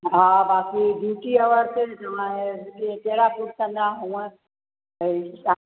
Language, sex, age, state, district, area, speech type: Sindhi, female, 60+, Rajasthan, Ajmer, urban, conversation